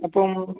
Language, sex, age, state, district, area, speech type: Malayalam, male, 18-30, Kerala, Kasaragod, rural, conversation